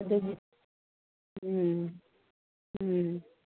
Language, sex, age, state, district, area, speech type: Manipuri, female, 45-60, Manipur, Churachandpur, rural, conversation